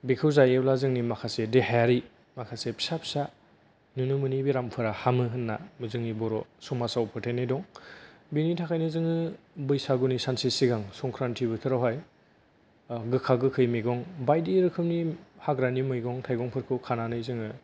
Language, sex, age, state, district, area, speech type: Bodo, male, 18-30, Assam, Kokrajhar, rural, spontaneous